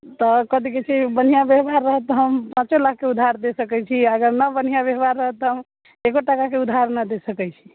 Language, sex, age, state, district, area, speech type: Maithili, female, 30-45, Bihar, Muzaffarpur, rural, conversation